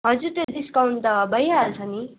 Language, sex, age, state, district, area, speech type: Nepali, female, 18-30, West Bengal, Darjeeling, rural, conversation